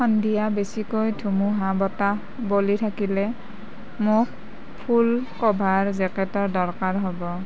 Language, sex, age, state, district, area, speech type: Assamese, female, 30-45, Assam, Nalbari, rural, read